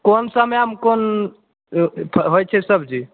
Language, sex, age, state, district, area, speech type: Maithili, male, 30-45, Bihar, Begusarai, urban, conversation